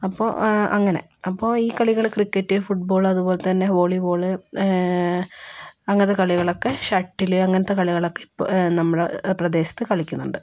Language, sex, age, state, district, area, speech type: Malayalam, female, 18-30, Kerala, Wayanad, rural, spontaneous